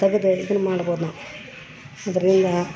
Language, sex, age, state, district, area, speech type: Kannada, female, 45-60, Karnataka, Dharwad, rural, spontaneous